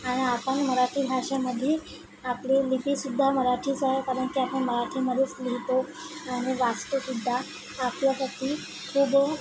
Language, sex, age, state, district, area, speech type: Marathi, female, 30-45, Maharashtra, Nagpur, urban, spontaneous